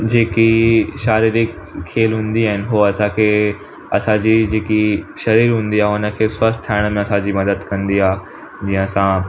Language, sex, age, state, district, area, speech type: Sindhi, male, 18-30, Gujarat, Surat, urban, spontaneous